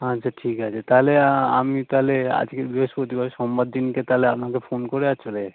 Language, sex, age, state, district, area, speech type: Bengali, male, 30-45, West Bengal, North 24 Parganas, urban, conversation